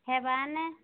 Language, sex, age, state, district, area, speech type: Odia, female, 30-45, Odisha, Kalahandi, rural, conversation